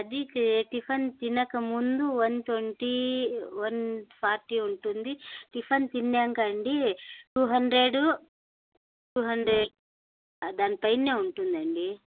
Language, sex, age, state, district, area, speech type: Telugu, female, 45-60, Andhra Pradesh, Annamaya, rural, conversation